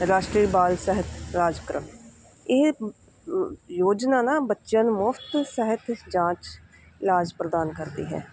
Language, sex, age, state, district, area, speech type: Punjabi, female, 30-45, Punjab, Hoshiarpur, urban, spontaneous